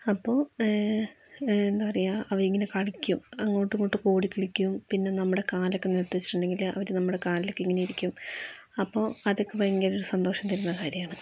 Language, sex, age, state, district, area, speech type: Malayalam, female, 18-30, Kerala, Wayanad, rural, spontaneous